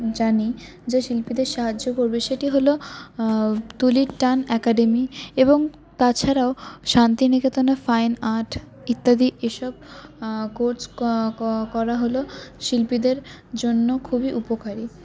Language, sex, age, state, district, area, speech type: Bengali, female, 18-30, West Bengal, Paschim Bardhaman, urban, spontaneous